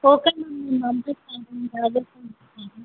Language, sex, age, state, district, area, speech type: Telugu, female, 18-30, Telangana, Medchal, urban, conversation